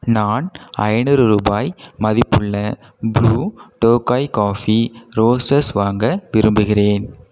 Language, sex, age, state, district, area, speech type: Tamil, male, 18-30, Tamil Nadu, Cuddalore, rural, read